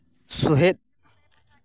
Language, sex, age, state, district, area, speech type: Santali, male, 18-30, West Bengal, Purba Bardhaman, rural, read